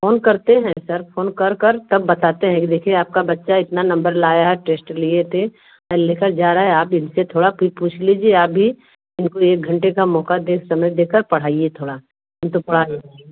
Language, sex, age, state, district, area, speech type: Hindi, female, 30-45, Uttar Pradesh, Varanasi, rural, conversation